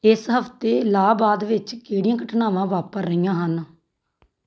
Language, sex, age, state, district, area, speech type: Punjabi, female, 30-45, Punjab, Tarn Taran, rural, read